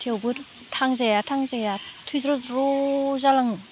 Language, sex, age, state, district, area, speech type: Bodo, female, 45-60, Assam, Udalguri, rural, spontaneous